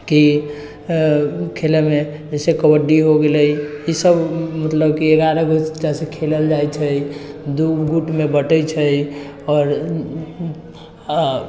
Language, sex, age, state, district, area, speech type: Maithili, male, 18-30, Bihar, Sitamarhi, rural, spontaneous